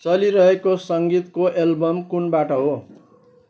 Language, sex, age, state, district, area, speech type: Nepali, male, 60+, West Bengal, Kalimpong, rural, read